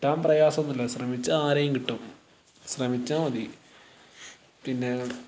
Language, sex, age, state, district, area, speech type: Malayalam, male, 18-30, Kerala, Wayanad, rural, spontaneous